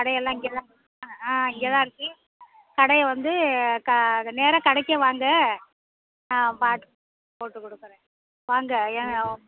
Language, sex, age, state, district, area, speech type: Tamil, female, 60+, Tamil Nadu, Pudukkottai, rural, conversation